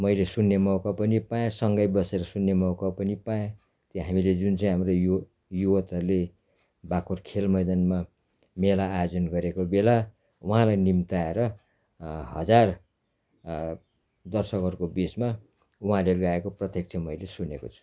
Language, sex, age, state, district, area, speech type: Nepali, male, 60+, West Bengal, Darjeeling, rural, spontaneous